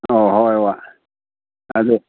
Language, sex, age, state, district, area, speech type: Manipuri, male, 60+, Manipur, Imphal East, rural, conversation